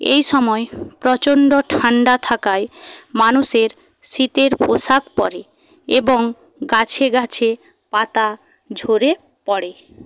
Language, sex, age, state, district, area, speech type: Bengali, female, 45-60, West Bengal, Paschim Medinipur, rural, spontaneous